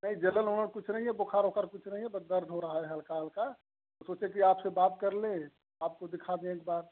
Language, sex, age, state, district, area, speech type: Hindi, male, 30-45, Uttar Pradesh, Chandauli, rural, conversation